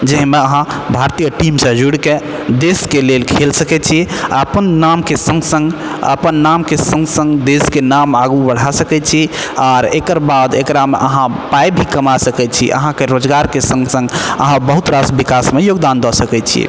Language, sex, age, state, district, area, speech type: Maithili, male, 18-30, Bihar, Purnia, urban, spontaneous